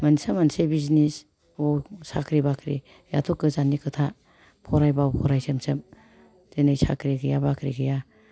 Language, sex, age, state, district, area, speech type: Bodo, female, 60+, Assam, Kokrajhar, rural, spontaneous